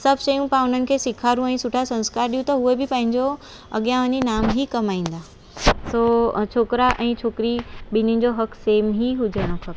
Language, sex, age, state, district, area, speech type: Sindhi, female, 30-45, Gujarat, Surat, urban, spontaneous